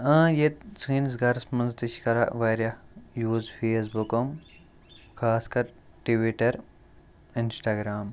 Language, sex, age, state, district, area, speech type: Kashmiri, male, 30-45, Jammu and Kashmir, Kupwara, rural, spontaneous